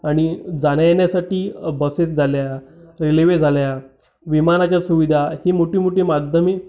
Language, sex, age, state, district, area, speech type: Marathi, male, 30-45, Maharashtra, Amravati, rural, spontaneous